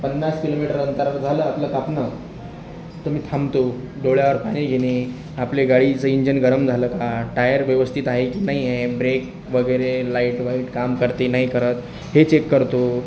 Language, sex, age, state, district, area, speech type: Marathi, male, 18-30, Maharashtra, Akola, rural, spontaneous